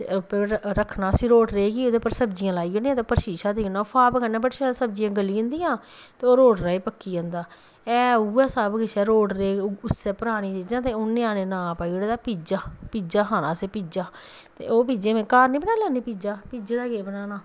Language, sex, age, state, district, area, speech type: Dogri, female, 30-45, Jammu and Kashmir, Samba, rural, spontaneous